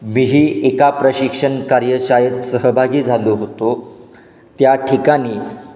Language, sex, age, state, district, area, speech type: Marathi, male, 18-30, Maharashtra, Satara, urban, spontaneous